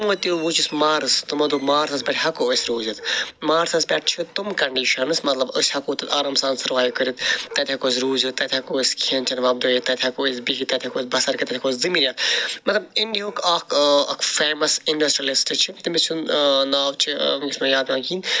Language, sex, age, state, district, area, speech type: Kashmiri, male, 45-60, Jammu and Kashmir, Srinagar, urban, spontaneous